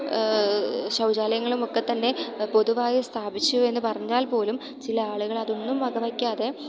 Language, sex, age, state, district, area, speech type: Malayalam, female, 18-30, Kerala, Idukki, rural, spontaneous